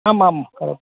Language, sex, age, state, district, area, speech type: Sanskrit, male, 30-45, Karnataka, Vijayapura, urban, conversation